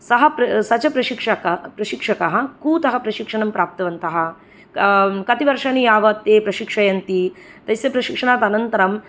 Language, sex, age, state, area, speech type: Sanskrit, female, 30-45, Tripura, urban, spontaneous